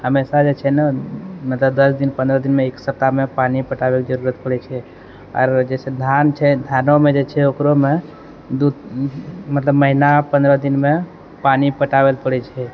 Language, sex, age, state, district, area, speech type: Maithili, male, 18-30, Bihar, Purnia, urban, spontaneous